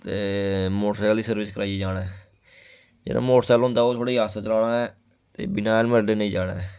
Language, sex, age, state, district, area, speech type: Dogri, male, 18-30, Jammu and Kashmir, Kathua, rural, spontaneous